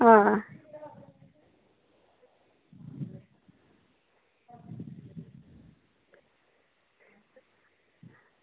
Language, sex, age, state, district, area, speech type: Dogri, female, 30-45, Jammu and Kashmir, Udhampur, rural, conversation